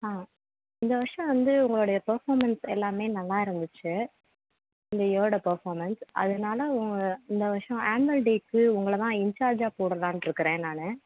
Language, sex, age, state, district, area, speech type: Tamil, female, 18-30, Tamil Nadu, Tiruvallur, urban, conversation